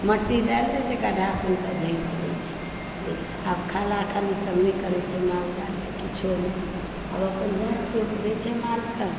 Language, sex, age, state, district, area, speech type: Maithili, female, 45-60, Bihar, Supaul, rural, spontaneous